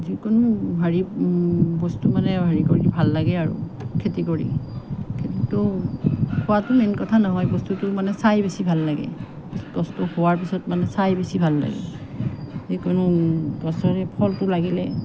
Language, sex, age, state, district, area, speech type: Assamese, female, 30-45, Assam, Morigaon, rural, spontaneous